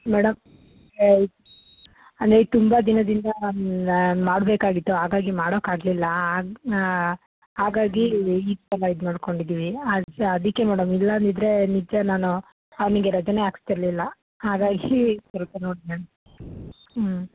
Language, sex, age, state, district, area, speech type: Kannada, female, 30-45, Karnataka, Mandya, rural, conversation